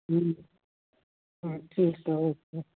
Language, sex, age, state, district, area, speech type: Sindhi, female, 60+, Maharashtra, Thane, urban, conversation